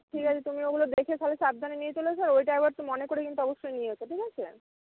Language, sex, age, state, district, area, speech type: Bengali, female, 30-45, West Bengal, Jhargram, rural, conversation